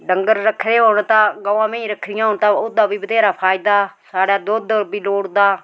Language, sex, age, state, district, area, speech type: Dogri, female, 45-60, Jammu and Kashmir, Udhampur, rural, spontaneous